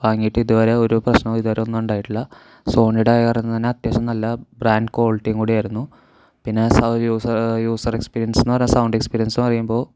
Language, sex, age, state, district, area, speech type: Malayalam, male, 18-30, Kerala, Thrissur, rural, spontaneous